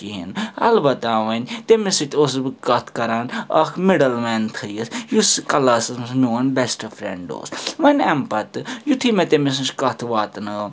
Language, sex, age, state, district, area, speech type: Kashmiri, male, 30-45, Jammu and Kashmir, Srinagar, urban, spontaneous